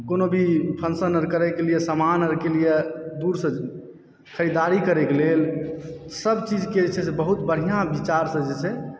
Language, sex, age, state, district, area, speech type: Maithili, male, 30-45, Bihar, Supaul, rural, spontaneous